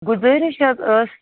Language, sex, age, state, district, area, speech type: Kashmiri, female, 45-60, Jammu and Kashmir, Bandipora, rural, conversation